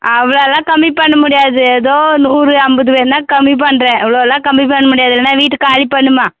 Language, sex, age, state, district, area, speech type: Tamil, female, 18-30, Tamil Nadu, Tirupattur, rural, conversation